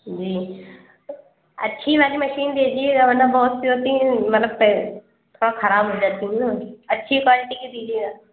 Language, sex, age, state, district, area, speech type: Urdu, female, 30-45, Uttar Pradesh, Lucknow, rural, conversation